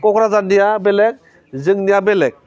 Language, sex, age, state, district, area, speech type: Bodo, male, 45-60, Assam, Baksa, urban, spontaneous